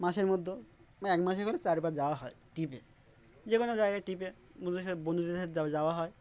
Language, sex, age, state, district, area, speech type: Bengali, male, 18-30, West Bengal, Uttar Dinajpur, urban, spontaneous